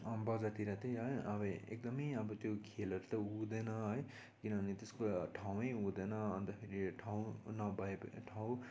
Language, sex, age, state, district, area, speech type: Nepali, male, 18-30, West Bengal, Darjeeling, rural, spontaneous